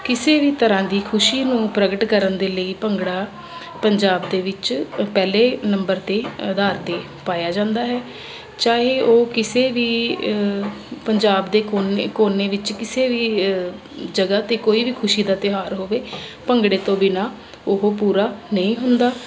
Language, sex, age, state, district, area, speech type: Punjabi, female, 30-45, Punjab, Ludhiana, urban, spontaneous